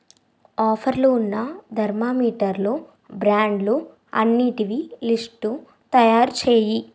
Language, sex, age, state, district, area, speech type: Telugu, female, 18-30, Andhra Pradesh, N T Rama Rao, urban, read